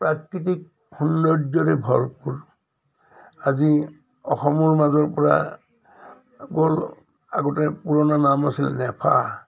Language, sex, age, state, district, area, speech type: Assamese, male, 60+, Assam, Udalguri, rural, spontaneous